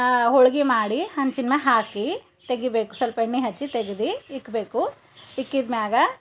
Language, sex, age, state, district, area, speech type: Kannada, female, 30-45, Karnataka, Bidar, rural, spontaneous